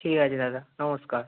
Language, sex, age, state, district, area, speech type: Bengali, male, 18-30, West Bengal, North 24 Parganas, urban, conversation